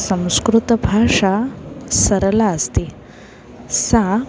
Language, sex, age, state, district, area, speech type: Sanskrit, female, 30-45, Maharashtra, Nagpur, urban, spontaneous